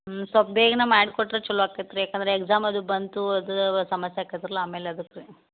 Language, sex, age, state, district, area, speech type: Kannada, female, 60+, Karnataka, Belgaum, rural, conversation